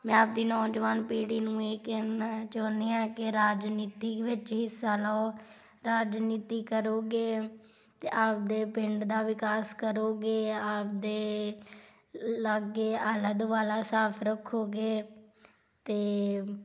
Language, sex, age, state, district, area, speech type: Punjabi, female, 18-30, Punjab, Tarn Taran, rural, spontaneous